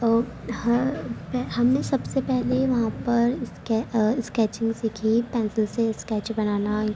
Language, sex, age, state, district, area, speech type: Urdu, female, 18-30, Uttar Pradesh, Ghaziabad, urban, spontaneous